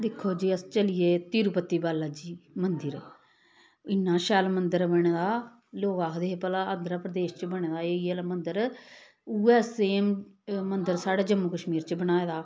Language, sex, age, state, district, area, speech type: Dogri, female, 45-60, Jammu and Kashmir, Samba, rural, spontaneous